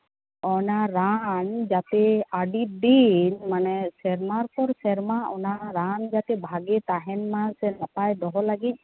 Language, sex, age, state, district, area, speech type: Santali, female, 45-60, West Bengal, Paschim Bardhaman, urban, conversation